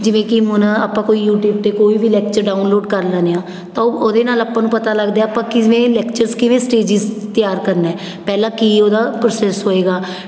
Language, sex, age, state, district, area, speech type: Punjabi, female, 30-45, Punjab, Patiala, urban, spontaneous